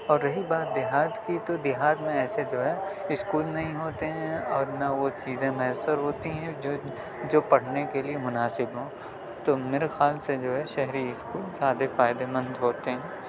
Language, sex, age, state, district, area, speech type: Urdu, male, 18-30, Delhi, South Delhi, urban, spontaneous